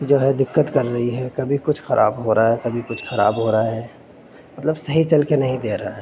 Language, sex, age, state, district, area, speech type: Urdu, male, 30-45, Uttar Pradesh, Gautam Buddha Nagar, rural, spontaneous